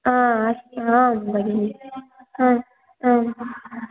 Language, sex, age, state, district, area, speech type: Sanskrit, female, 18-30, Karnataka, Dakshina Kannada, rural, conversation